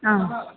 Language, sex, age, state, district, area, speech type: Sanskrit, female, 18-30, Kerala, Palakkad, rural, conversation